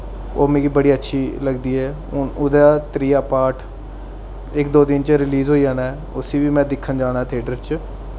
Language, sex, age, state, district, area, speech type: Dogri, male, 30-45, Jammu and Kashmir, Jammu, urban, spontaneous